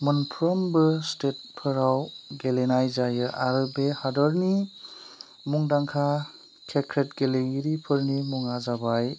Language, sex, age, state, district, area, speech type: Bodo, male, 18-30, Assam, Chirang, rural, spontaneous